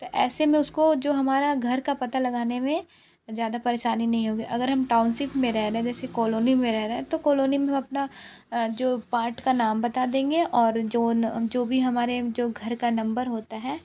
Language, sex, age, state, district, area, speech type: Hindi, female, 18-30, Uttar Pradesh, Sonbhadra, rural, spontaneous